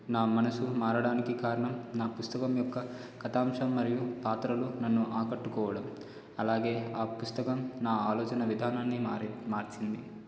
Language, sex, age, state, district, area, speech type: Telugu, male, 18-30, Telangana, Komaram Bheem, urban, spontaneous